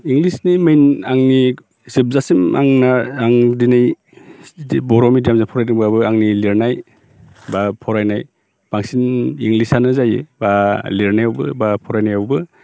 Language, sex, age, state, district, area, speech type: Bodo, male, 45-60, Assam, Baksa, rural, spontaneous